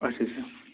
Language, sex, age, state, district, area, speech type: Kashmiri, male, 30-45, Jammu and Kashmir, Bandipora, rural, conversation